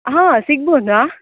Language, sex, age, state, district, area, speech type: Kannada, female, 18-30, Karnataka, Uttara Kannada, rural, conversation